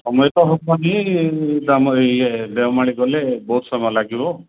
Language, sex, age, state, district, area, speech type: Odia, male, 45-60, Odisha, Koraput, urban, conversation